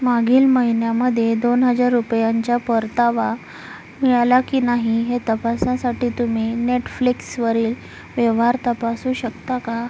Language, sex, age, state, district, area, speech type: Marathi, female, 30-45, Maharashtra, Nagpur, urban, read